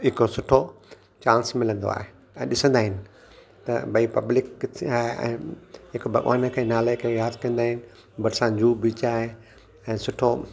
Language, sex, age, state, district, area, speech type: Sindhi, male, 60+, Gujarat, Kutch, urban, spontaneous